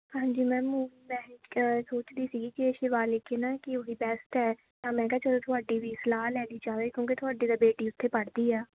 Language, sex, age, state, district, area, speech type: Punjabi, female, 18-30, Punjab, Shaheed Bhagat Singh Nagar, rural, conversation